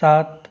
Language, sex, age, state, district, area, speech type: Hindi, male, 60+, Rajasthan, Jaipur, urban, read